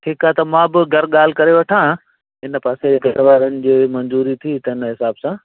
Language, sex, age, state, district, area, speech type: Sindhi, male, 45-60, Gujarat, Kutch, urban, conversation